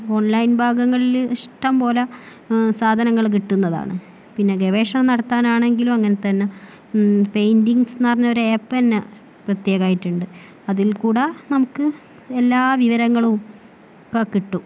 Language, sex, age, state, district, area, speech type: Malayalam, female, 18-30, Kerala, Kozhikode, urban, spontaneous